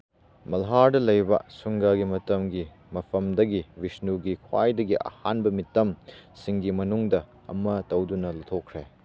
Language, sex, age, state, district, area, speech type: Manipuri, male, 18-30, Manipur, Churachandpur, rural, read